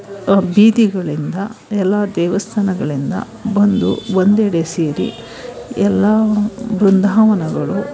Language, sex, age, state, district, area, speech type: Kannada, female, 45-60, Karnataka, Mandya, urban, spontaneous